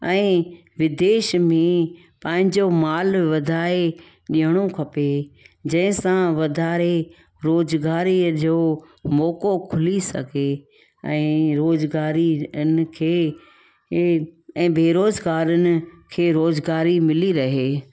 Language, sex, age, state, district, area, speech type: Sindhi, female, 45-60, Gujarat, Junagadh, rural, spontaneous